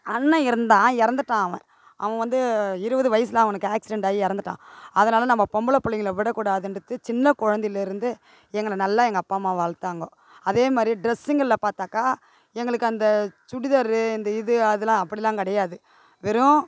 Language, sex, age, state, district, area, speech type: Tamil, female, 45-60, Tamil Nadu, Tiruvannamalai, rural, spontaneous